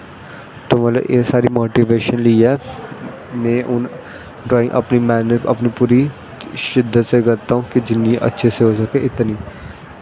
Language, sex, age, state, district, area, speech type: Dogri, male, 18-30, Jammu and Kashmir, Jammu, rural, spontaneous